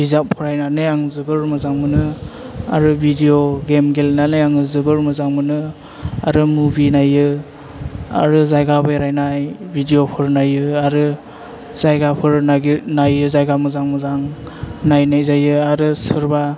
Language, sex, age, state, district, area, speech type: Bodo, male, 18-30, Assam, Chirang, urban, spontaneous